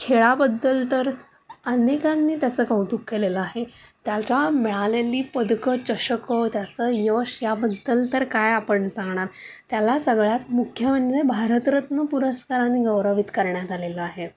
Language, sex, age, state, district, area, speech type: Marathi, female, 30-45, Maharashtra, Pune, urban, spontaneous